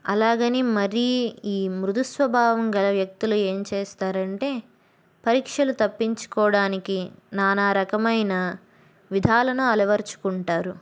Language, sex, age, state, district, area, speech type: Telugu, female, 18-30, Andhra Pradesh, Palnadu, rural, spontaneous